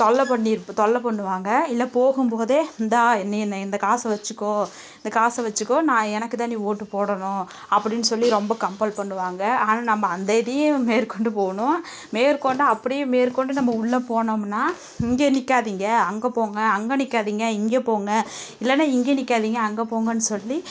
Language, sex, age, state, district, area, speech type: Tamil, female, 18-30, Tamil Nadu, Namakkal, rural, spontaneous